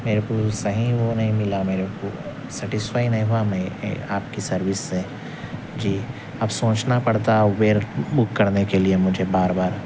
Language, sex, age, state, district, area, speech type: Urdu, male, 45-60, Telangana, Hyderabad, urban, spontaneous